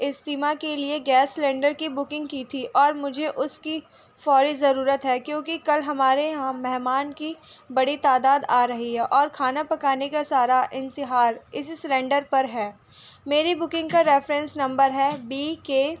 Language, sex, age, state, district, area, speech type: Urdu, female, 18-30, Delhi, North East Delhi, urban, spontaneous